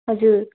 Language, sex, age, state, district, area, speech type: Nepali, female, 30-45, West Bengal, Darjeeling, rural, conversation